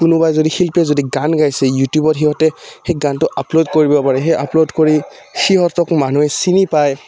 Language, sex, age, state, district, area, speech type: Assamese, male, 18-30, Assam, Udalguri, rural, spontaneous